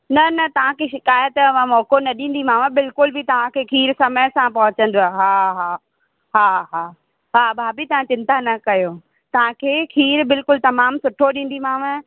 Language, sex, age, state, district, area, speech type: Sindhi, female, 18-30, Madhya Pradesh, Katni, rural, conversation